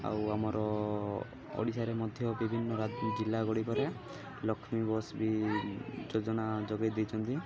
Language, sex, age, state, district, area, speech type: Odia, male, 18-30, Odisha, Malkangiri, urban, spontaneous